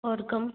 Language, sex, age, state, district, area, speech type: Hindi, female, 18-30, Madhya Pradesh, Betul, urban, conversation